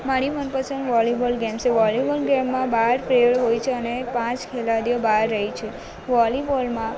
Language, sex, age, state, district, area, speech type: Gujarati, female, 18-30, Gujarat, Narmada, rural, spontaneous